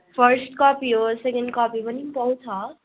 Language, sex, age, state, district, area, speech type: Nepali, female, 18-30, West Bengal, Darjeeling, rural, conversation